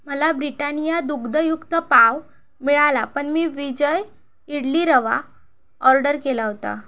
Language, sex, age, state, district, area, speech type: Marathi, female, 30-45, Maharashtra, Thane, urban, read